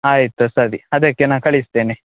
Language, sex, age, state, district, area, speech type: Kannada, male, 18-30, Karnataka, Shimoga, rural, conversation